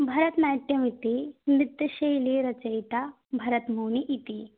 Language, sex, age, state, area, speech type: Sanskrit, female, 18-30, Assam, rural, conversation